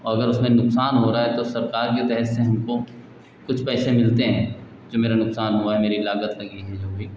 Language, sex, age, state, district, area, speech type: Hindi, male, 45-60, Uttar Pradesh, Lucknow, rural, spontaneous